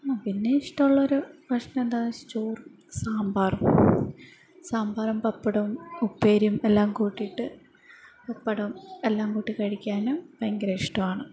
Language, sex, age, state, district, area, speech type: Malayalam, female, 18-30, Kerala, Wayanad, rural, spontaneous